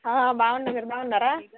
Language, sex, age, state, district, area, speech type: Telugu, female, 30-45, Telangana, Warangal, rural, conversation